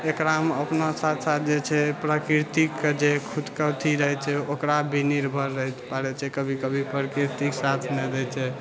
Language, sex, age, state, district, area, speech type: Maithili, male, 60+, Bihar, Purnia, urban, spontaneous